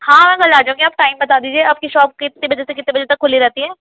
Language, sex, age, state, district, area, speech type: Urdu, female, 30-45, Uttar Pradesh, Gautam Buddha Nagar, urban, conversation